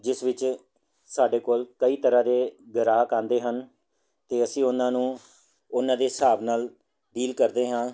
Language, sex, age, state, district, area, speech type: Punjabi, male, 30-45, Punjab, Jalandhar, urban, spontaneous